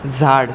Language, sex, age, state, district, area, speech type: Goan Konkani, male, 18-30, Goa, Bardez, rural, read